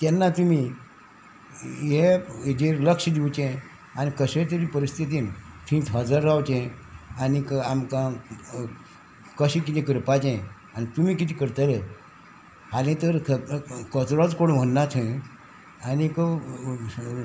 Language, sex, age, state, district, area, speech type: Goan Konkani, male, 60+, Goa, Salcete, rural, spontaneous